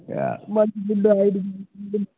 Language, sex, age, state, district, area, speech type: Telugu, male, 18-30, Telangana, Nirmal, rural, conversation